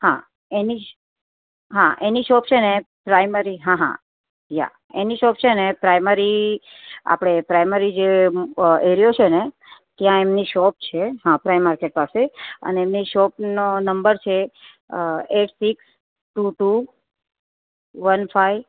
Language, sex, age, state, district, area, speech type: Gujarati, female, 30-45, Gujarat, Surat, urban, conversation